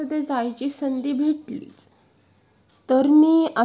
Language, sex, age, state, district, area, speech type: Marathi, female, 18-30, Maharashtra, Sindhudurg, rural, spontaneous